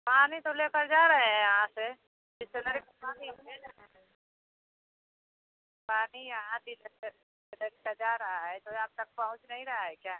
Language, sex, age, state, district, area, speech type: Hindi, female, 60+, Uttar Pradesh, Mau, rural, conversation